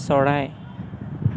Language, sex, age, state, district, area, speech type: Assamese, male, 30-45, Assam, Morigaon, rural, read